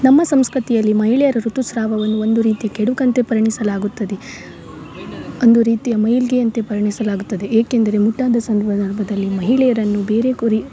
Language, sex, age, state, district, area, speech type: Kannada, female, 18-30, Karnataka, Uttara Kannada, rural, spontaneous